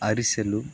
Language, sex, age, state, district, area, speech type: Telugu, male, 18-30, Andhra Pradesh, Sri Balaji, rural, spontaneous